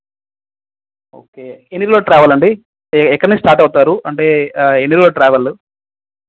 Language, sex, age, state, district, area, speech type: Telugu, male, 18-30, Andhra Pradesh, Sri Balaji, rural, conversation